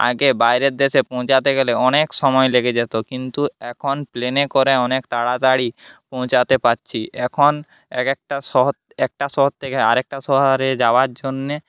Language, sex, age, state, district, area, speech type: Bengali, male, 18-30, West Bengal, Jhargram, rural, spontaneous